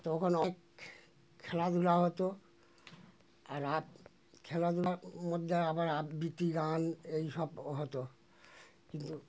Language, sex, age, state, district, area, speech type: Bengali, male, 60+, West Bengal, Darjeeling, rural, spontaneous